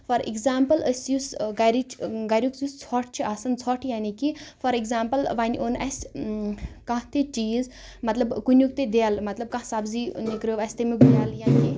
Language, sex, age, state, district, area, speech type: Kashmiri, female, 18-30, Jammu and Kashmir, Baramulla, rural, spontaneous